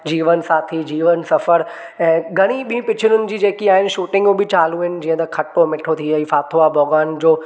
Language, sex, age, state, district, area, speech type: Sindhi, male, 18-30, Maharashtra, Thane, urban, spontaneous